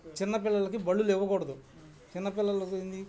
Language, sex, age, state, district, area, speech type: Telugu, male, 60+, Andhra Pradesh, Bapatla, urban, spontaneous